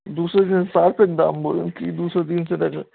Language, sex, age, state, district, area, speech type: Bengali, male, 18-30, West Bengal, Darjeeling, rural, conversation